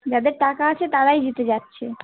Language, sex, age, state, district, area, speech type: Bengali, female, 18-30, West Bengal, Darjeeling, urban, conversation